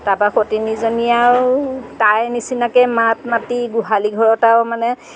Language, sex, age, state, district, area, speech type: Assamese, female, 45-60, Assam, Golaghat, rural, spontaneous